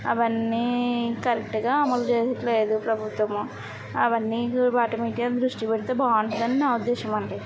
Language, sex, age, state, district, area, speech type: Telugu, female, 18-30, Andhra Pradesh, N T Rama Rao, urban, spontaneous